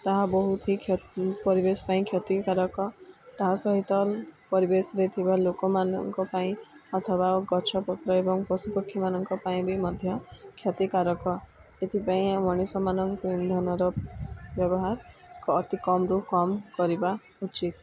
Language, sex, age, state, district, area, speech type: Odia, female, 18-30, Odisha, Sundergarh, urban, spontaneous